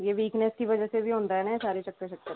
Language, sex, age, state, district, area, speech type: Dogri, female, 18-30, Jammu and Kashmir, Samba, urban, conversation